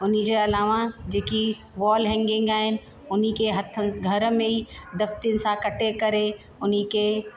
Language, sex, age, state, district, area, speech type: Sindhi, female, 45-60, Uttar Pradesh, Lucknow, rural, spontaneous